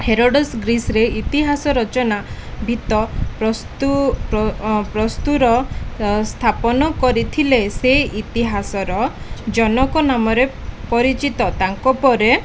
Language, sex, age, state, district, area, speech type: Odia, female, 18-30, Odisha, Koraput, urban, spontaneous